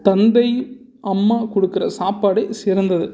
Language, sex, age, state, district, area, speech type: Tamil, male, 18-30, Tamil Nadu, Salem, urban, spontaneous